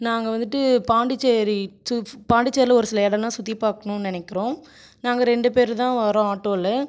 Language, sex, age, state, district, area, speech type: Tamil, female, 18-30, Tamil Nadu, Cuddalore, urban, spontaneous